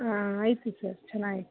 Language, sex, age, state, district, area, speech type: Kannada, female, 30-45, Karnataka, Chitradurga, urban, conversation